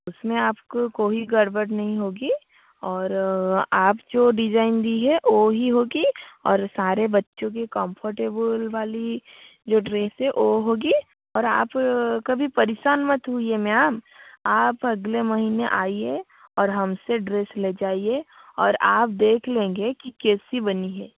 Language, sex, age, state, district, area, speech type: Hindi, female, 60+, Rajasthan, Jodhpur, rural, conversation